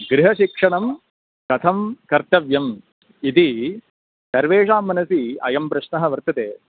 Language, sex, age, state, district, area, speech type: Sanskrit, male, 45-60, Karnataka, Bangalore Urban, urban, conversation